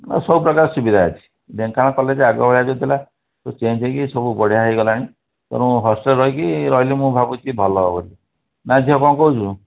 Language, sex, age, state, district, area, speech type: Odia, male, 45-60, Odisha, Dhenkanal, rural, conversation